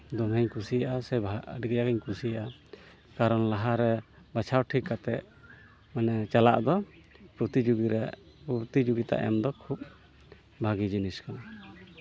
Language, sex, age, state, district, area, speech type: Santali, male, 30-45, West Bengal, Malda, rural, spontaneous